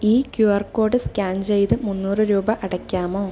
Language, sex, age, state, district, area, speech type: Malayalam, female, 18-30, Kerala, Wayanad, rural, read